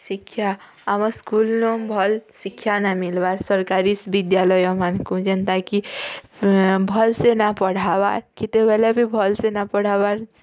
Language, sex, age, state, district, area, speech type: Odia, female, 18-30, Odisha, Bargarh, urban, spontaneous